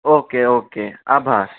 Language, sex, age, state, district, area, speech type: Gujarati, male, 18-30, Gujarat, Anand, urban, conversation